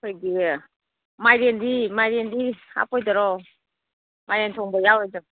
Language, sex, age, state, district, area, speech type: Manipuri, female, 60+, Manipur, Kangpokpi, urban, conversation